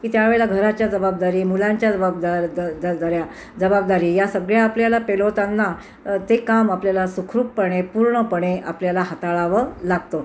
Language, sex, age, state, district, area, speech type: Marathi, female, 30-45, Maharashtra, Amravati, urban, spontaneous